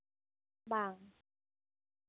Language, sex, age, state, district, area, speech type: Santali, female, 18-30, West Bengal, Purba Bardhaman, rural, conversation